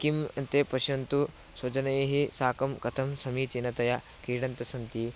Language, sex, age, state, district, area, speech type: Sanskrit, male, 18-30, Karnataka, Bidar, rural, spontaneous